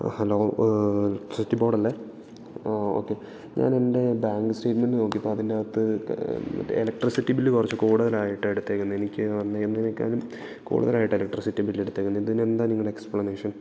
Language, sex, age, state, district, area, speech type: Malayalam, male, 18-30, Kerala, Idukki, rural, spontaneous